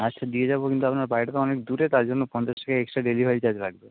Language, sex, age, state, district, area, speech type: Bengali, male, 18-30, West Bengal, Jhargram, rural, conversation